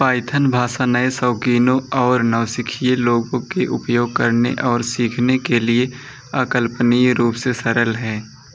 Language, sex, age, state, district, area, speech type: Hindi, male, 18-30, Uttar Pradesh, Pratapgarh, rural, read